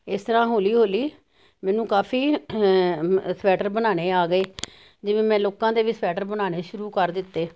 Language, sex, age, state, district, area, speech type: Punjabi, female, 60+, Punjab, Jalandhar, urban, spontaneous